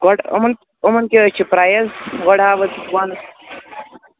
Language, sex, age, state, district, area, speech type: Kashmiri, male, 18-30, Jammu and Kashmir, Kupwara, rural, conversation